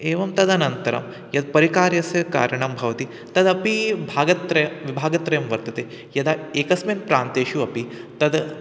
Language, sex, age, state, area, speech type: Sanskrit, male, 18-30, Chhattisgarh, urban, spontaneous